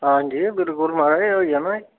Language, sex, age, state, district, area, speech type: Dogri, male, 30-45, Jammu and Kashmir, Reasi, urban, conversation